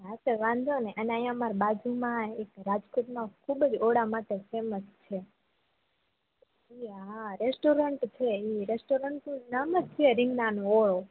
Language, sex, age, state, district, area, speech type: Gujarati, female, 18-30, Gujarat, Rajkot, rural, conversation